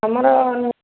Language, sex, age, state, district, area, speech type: Odia, female, 45-60, Odisha, Cuttack, urban, conversation